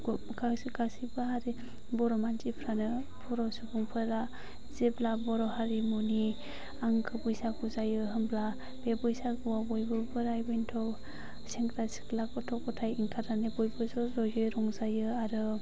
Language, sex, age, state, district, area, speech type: Bodo, female, 45-60, Assam, Chirang, urban, spontaneous